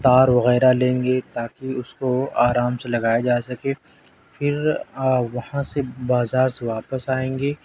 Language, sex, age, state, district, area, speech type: Urdu, male, 18-30, Delhi, South Delhi, urban, spontaneous